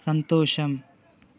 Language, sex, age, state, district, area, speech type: Telugu, male, 18-30, Telangana, Nalgonda, rural, read